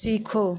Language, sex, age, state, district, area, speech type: Hindi, female, 30-45, Uttar Pradesh, Mau, rural, read